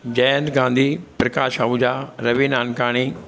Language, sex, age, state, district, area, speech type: Sindhi, male, 60+, Maharashtra, Mumbai Suburban, urban, spontaneous